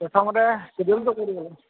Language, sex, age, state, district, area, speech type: Assamese, male, 30-45, Assam, Dhemaji, rural, conversation